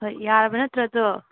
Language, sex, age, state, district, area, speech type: Manipuri, female, 18-30, Manipur, Thoubal, rural, conversation